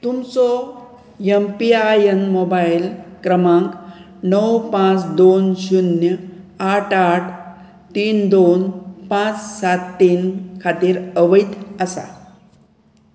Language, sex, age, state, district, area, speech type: Goan Konkani, female, 60+, Goa, Murmgao, rural, read